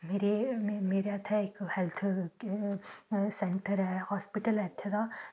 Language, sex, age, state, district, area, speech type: Dogri, female, 18-30, Jammu and Kashmir, Samba, rural, spontaneous